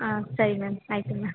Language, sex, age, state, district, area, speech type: Kannada, female, 18-30, Karnataka, Chamarajanagar, rural, conversation